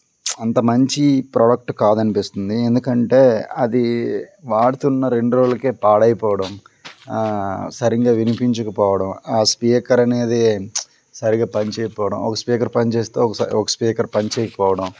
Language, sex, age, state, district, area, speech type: Telugu, male, 30-45, Andhra Pradesh, Krishna, urban, spontaneous